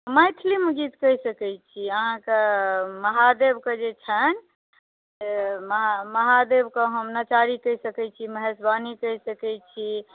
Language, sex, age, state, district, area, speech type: Maithili, female, 45-60, Bihar, Madhubani, rural, conversation